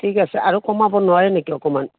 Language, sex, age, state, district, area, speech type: Assamese, female, 45-60, Assam, Goalpara, urban, conversation